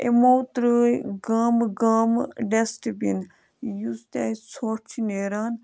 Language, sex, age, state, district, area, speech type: Kashmiri, female, 18-30, Jammu and Kashmir, Budgam, rural, spontaneous